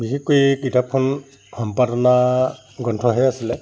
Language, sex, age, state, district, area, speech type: Assamese, male, 45-60, Assam, Dibrugarh, rural, spontaneous